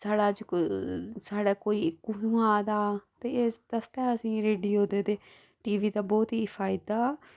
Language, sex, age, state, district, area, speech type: Dogri, female, 30-45, Jammu and Kashmir, Udhampur, rural, spontaneous